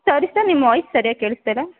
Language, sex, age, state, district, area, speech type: Kannada, female, 18-30, Karnataka, Chamarajanagar, rural, conversation